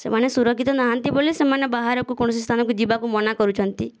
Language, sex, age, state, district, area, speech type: Odia, female, 60+, Odisha, Boudh, rural, spontaneous